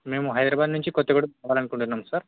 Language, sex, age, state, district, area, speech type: Telugu, male, 18-30, Telangana, Bhadradri Kothagudem, urban, conversation